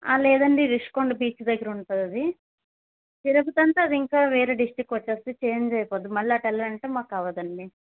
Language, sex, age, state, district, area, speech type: Telugu, female, 18-30, Andhra Pradesh, Vizianagaram, rural, conversation